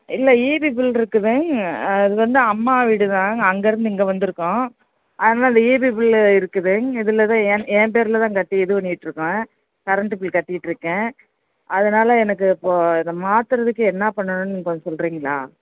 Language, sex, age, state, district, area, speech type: Tamil, female, 45-60, Tamil Nadu, Madurai, urban, conversation